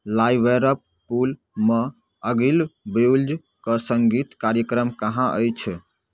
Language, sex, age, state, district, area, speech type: Maithili, male, 18-30, Bihar, Darbhanga, rural, read